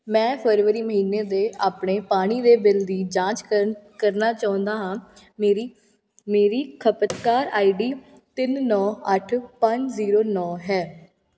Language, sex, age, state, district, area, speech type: Punjabi, female, 18-30, Punjab, Jalandhar, urban, read